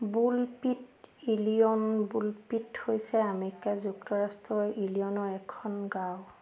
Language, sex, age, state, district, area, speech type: Assamese, female, 45-60, Assam, Sivasagar, rural, read